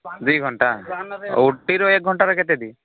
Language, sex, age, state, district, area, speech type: Odia, male, 45-60, Odisha, Nuapada, urban, conversation